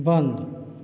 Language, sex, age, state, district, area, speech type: Hindi, male, 45-60, Uttar Pradesh, Azamgarh, rural, read